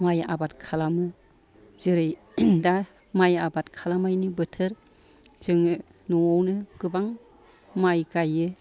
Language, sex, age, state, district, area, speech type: Bodo, female, 45-60, Assam, Kokrajhar, urban, spontaneous